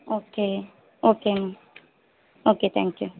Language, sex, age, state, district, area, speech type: Tamil, female, 30-45, Tamil Nadu, Mayiladuthurai, urban, conversation